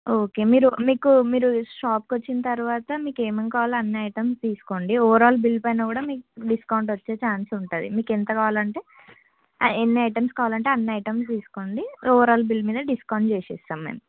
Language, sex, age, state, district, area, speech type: Telugu, female, 18-30, Telangana, Ranga Reddy, urban, conversation